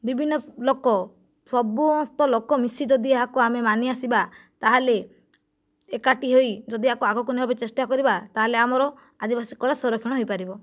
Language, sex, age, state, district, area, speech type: Odia, female, 45-60, Odisha, Kandhamal, rural, spontaneous